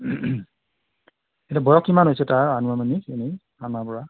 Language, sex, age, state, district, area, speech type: Assamese, male, 60+, Assam, Morigaon, rural, conversation